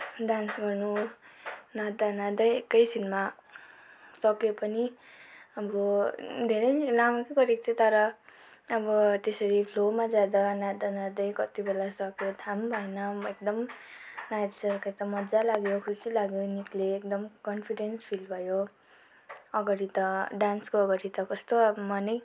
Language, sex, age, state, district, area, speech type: Nepali, female, 18-30, West Bengal, Darjeeling, rural, spontaneous